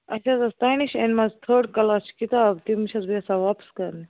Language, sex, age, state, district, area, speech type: Kashmiri, female, 30-45, Jammu and Kashmir, Baramulla, rural, conversation